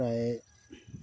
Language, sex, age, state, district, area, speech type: Assamese, male, 30-45, Assam, Sivasagar, rural, spontaneous